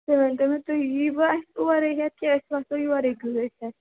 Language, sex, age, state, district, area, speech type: Kashmiri, female, 30-45, Jammu and Kashmir, Srinagar, urban, conversation